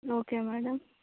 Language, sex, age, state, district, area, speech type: Telugu, female, 18-30, Andhra Pradesh, Visakhapatnam, urban, conversation